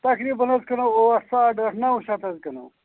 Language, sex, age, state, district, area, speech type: Kashmiri, male, 45-60, Jammu and Kashmir, Anantnag, rural, conversation